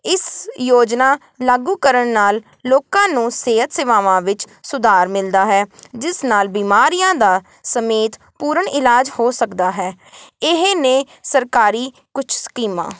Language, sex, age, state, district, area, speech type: Punjabi, female, 18-30, Punjab, Kapurthala, rural, spontaneous